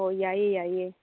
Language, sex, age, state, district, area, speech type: Manipuri, female, 30-45, Manipur, Churachandpur, rural, conversation